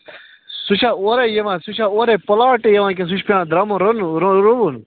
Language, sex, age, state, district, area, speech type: Kashmiri, male, 18-30, Jammu and Kashmir, Ganderbal, rural, conversation